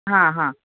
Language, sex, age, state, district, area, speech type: Kannada, female, 45-60, Karnataka, Bangalore Urban, rural, conversation